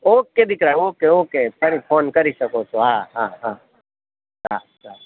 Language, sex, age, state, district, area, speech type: Gujarati, male, 60+, Gujarat, Rajkot, urban, conversation